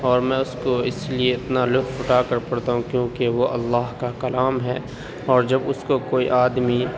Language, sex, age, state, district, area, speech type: Urdu, male, 30-45, Uttar Pradesh, Gautam Buddha Nagar, urban, spontaneous